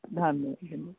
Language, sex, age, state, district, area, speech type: Hindi, male, 18-30, Uttar Pradesh, Prayagraj, urban, conversation